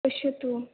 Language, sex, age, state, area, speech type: Sanskrit, female, 18-30, Assam, rural, conversation